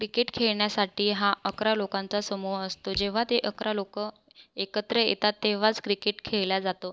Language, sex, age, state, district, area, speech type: Marathi, female, 18-30, Maharashtra, Buldhana, rural, spontaneous